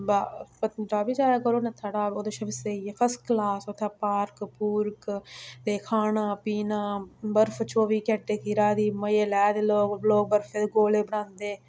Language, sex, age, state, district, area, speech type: Dogri, female, 18-30, Jammu and Kashmir, Udhampur, rural, spontaneous